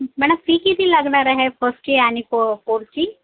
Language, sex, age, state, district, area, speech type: Marathi, female, 60+, Maharashtra, Nagpur, rural, conversation